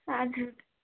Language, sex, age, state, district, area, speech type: Nepali, female, 18-30, West Bengal, Darjeeling, rural, conversation